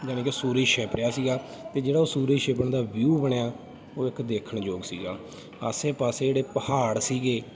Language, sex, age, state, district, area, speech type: Punjabi, male, 30-45, Punjab, Bathinda, rural, spontaneous